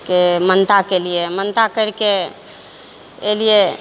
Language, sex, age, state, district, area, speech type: Maithili, female, 45-60, Bihar, Purnia, rural, spontaneous